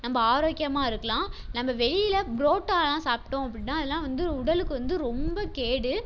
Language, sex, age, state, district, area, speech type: Tamil, female, 18-30, Tamil Nadu, Tiruchirappalli, rural, spontaneous